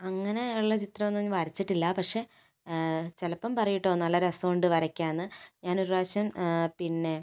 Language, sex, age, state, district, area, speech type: Malayalam, female, 60+, Kerala, Kozhikode, rural, spontaneous